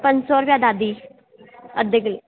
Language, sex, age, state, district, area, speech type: Sindhi, female, 18-30, Rajasthan, Ajmer, urban, conversation